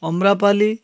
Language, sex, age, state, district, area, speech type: Odia, male, 60+, Odisha, Kalahandi, rural, spontaneous